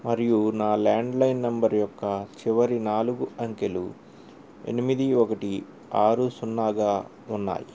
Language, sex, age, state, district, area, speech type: Telugu, male, 45-60, Andhra Pradesh, N T Rama Rao, urban, read